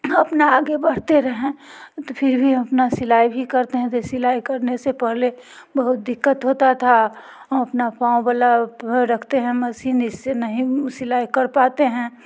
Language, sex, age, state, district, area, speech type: Hindi, female, 45-60, Bihar, Muzaffarpur, rural, spontaneous